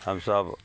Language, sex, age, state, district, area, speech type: Maithili, male, 60+, Bihar, Araria, rural, spontaneous